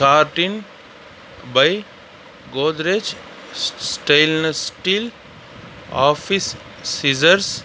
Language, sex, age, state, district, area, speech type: Tamil, male, 45-60, Tamil Nadu, Sivaganga, urban, read